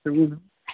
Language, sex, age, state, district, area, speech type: Bodo, male, 18-30, Assam, Chirang, urban, conversation